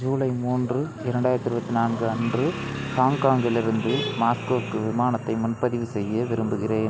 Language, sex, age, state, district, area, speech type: Tamil, male, 18-30, Tamil Nadu, Madurai, rural, read